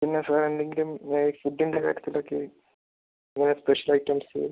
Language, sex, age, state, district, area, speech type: Malayalam, male, 18-30, Kerala, Kollam, rural, conversation